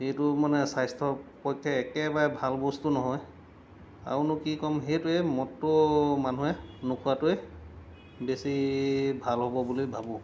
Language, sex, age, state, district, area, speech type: Assamese, male, 45-60, Assam, Golaghat, urban, spontaneous